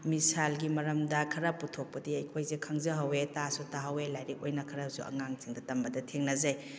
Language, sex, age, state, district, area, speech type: Manipuri, female, 45-60, Manipur, Kakching, rural, spontaneous